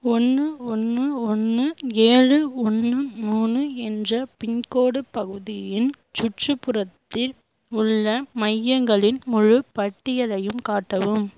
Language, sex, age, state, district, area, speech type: Tamil, female, 18-30, Tamil Nadu, Tiruvarur, rural, read